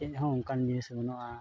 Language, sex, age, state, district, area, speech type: Santali, male, 18-30, Jharkhand, Pakur, rural, spontaneous